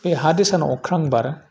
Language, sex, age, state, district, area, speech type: Bodo, male, 60+, Assam, Udalguri, urban, spontaneous